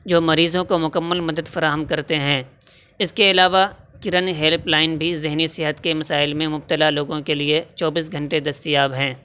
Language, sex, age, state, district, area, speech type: Urdu, male, 18-30, Uttar Pradesh, Saharanpur, urban, spontaneous